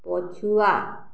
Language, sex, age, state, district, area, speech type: Odia, female, 45-60, Odisha, Balangir, urban, read